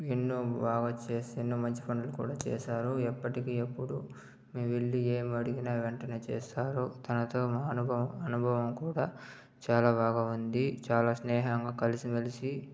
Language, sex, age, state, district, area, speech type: Telugu, male, 30-45, Andhra Pradesh, Chittoor, urban, spontaneous